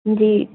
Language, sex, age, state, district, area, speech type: Urdu, female, 18-30, Delhi, North East Delhi, urban, conversation